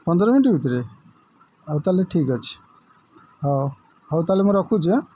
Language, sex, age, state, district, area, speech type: Odia, male, 45-60, Odisha, Jagatsinghpur, urban, spontaneous